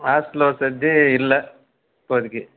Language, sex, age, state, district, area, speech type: Tamil, male, 45-60, Tamil Nadu, Krishnagiri, rural, conversation